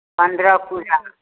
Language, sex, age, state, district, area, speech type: Maithili, female, 60+, Bihar, Darbhanga, urban, conversation